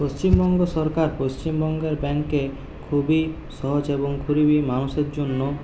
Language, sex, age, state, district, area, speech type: Bengali, male, 30-45, West Bengal, Purulia, urban, spontaneous